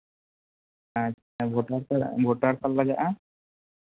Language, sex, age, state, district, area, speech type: Santali, male, 18-30, West Bengal, Bankura, rural, conversation